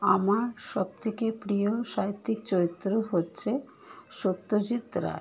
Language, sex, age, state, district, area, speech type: Bengali, female, 30-45, West Bengal, Kolkata, urban, spontaneous